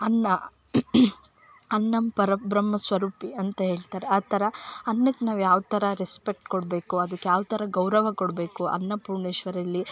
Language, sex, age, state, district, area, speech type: Kannada, female, 18-30, Karnataka, Chikkamagaluru, rural, spontaneous